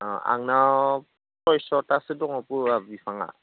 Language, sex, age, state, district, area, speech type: Bodo, male, 30-45, Assam, Udalguri, rural, conversation